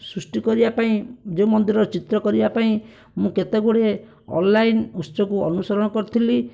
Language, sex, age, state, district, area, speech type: Odia, male, 30-45, Odisha, Bhadrak, rural, spontaneous